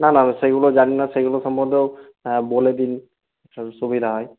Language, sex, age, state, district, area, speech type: Bengali, male, 45-60, West Bengal, Nadia, rural, conversation